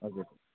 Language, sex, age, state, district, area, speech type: Nepali, male, 18-30, West Bengal, Kalimpong, rural, conversation